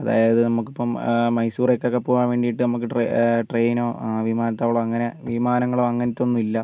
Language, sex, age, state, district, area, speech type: Malayalam, male, 45-60, Kerala, Wayanad, rural, spontaneous